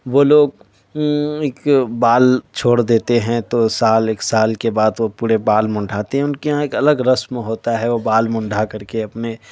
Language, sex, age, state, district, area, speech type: Urdu, male, 18-30, Delhi, South Delhi, urban, spontaneous